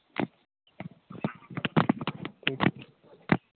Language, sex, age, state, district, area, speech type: Hindi, male, 30-45, Uttar Pradesh, Mau, rural, conversation